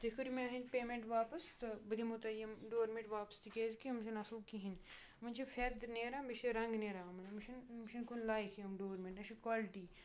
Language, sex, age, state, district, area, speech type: Kashmiri, male, 18-30, Jammu and Kashmir, Baramulla, rural, spontaneous